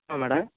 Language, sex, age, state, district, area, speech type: Tamil, male, 18-30, Tamil Nadu, Nagapattinam, urban, conversation